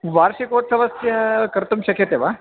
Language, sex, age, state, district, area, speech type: Sanskrit, male, 18-30, Karnataka, Bagalkot, urban, conversation